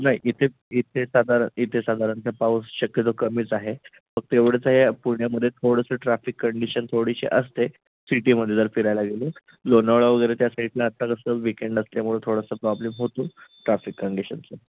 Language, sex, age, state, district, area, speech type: Marathi, male, 30-45, Maharashtra, Pune, urban, conversation